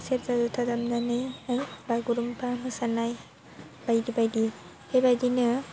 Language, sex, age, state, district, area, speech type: Bodo, female, 18-30, Assam, Baksa, rural, spontaneous